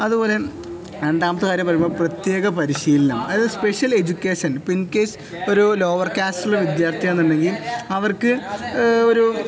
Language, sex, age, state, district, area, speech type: Malayalam, male, 18-30, Kerala, Kozhikode, rural, spontaneous